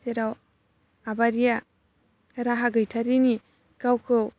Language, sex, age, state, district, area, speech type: Bodo, female, 18-30, Assam, Baksa, rural, spontaneous